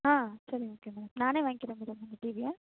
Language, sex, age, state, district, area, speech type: Tamil, female, 18-30, Tamil Nadu, Mayiladuthurai, rural, conversation